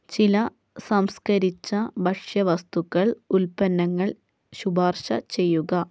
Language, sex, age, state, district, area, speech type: Malayalam, female, 30-45, Kerala, Kozhikode, urban, read